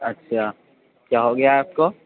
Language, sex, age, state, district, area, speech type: Urdu, male, 18-30, Uttar Pradesh, Gautam Buddha Nagar, rural, conversation